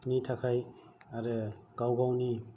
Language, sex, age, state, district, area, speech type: Bodo, male, 45-60, Assam, Kokrajhar, rural, spontaneous